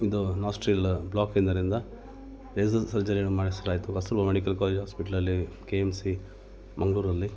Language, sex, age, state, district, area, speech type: Kannada, male, 45-60, Karnataka, Dakshina Kannada, rural, spontaneous